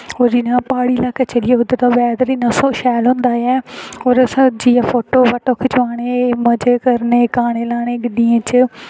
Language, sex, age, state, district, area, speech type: Dogri, female, 18-30, Jammu and Kashmir, Samba, rural, spontaneous